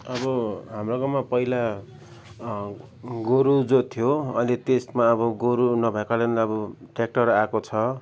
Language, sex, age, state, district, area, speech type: Nepali, male, 45-60, West Bengal, Darjeeling, rural, spontaneous